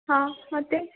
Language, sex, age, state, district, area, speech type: Kannada, female, 18-30, Karnataka, Belgaum, rural, conversation